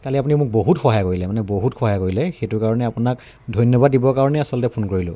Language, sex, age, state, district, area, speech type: Assamese, male, 30-45, Assam, Dibrugarh, rural, spontaneous